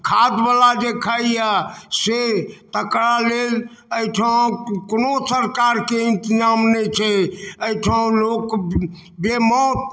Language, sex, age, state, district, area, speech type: Maithili, male, 60+, Bihar, Darbhanga, rural, spontaneous